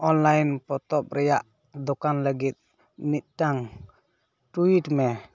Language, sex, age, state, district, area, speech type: Santali, male, 18-30, West Bengal, Dakshin Dinajpur, rural, read